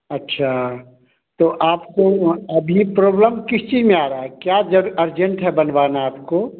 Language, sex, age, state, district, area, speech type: Hindi, male, 45-60, Bihar, Samastipur, rural, conversation